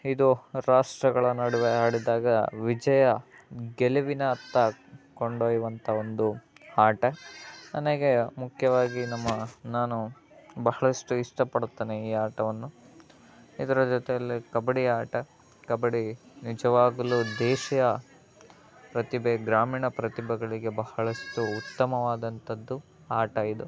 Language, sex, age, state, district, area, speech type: Kannada, male, 18-30, Karnataka, Chitradurga, rural, spontaneous